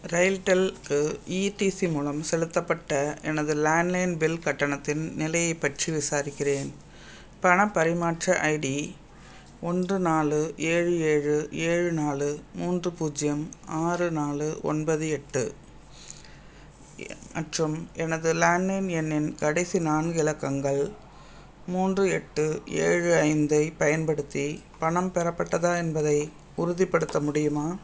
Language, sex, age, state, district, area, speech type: Tamil, female, 60+, Tamil Nadu, Thanjavur, urban, read